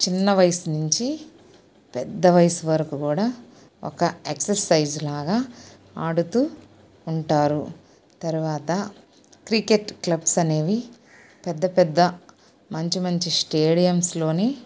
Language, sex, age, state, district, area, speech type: Telugu, female, 45-60, Andhra Pradesh, Nellore, rural, spontaneous